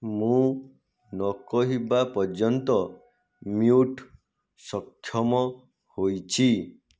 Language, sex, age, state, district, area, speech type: Odia, male, 45-60, Odisha, Jajpur, rural, read